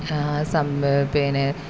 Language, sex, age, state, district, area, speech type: Malayalam, female, 30-45, Kerala, Kollam, rural, spontaneous